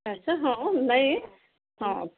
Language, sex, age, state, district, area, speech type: Odia, female, 60+, Odisha, Gajapati, rural, conversation